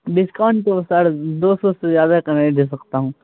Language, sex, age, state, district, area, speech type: Urdu, male, 18-30, Bihar, Saharsa, rural, conversation